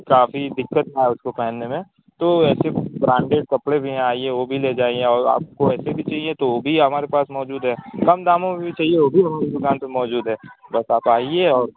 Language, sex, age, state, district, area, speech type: Urdu, male, 18-30, Uttar Pradesh, Azamgarh, rural, conversation